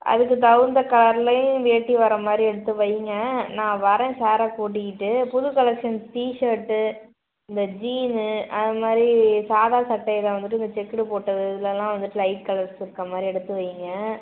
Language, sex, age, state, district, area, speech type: Tamil, female, 18-30, Tamil Nadu, Pudukkottai, rural, conversation